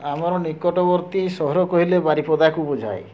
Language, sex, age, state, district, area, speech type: Odia, male, 60+, Odisha, Mayurbhanj, rural, spontaneous